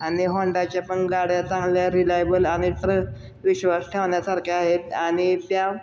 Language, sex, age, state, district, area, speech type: Marathi, male, 18-30, Maharashtra, Osmanabad, rural, spontaneous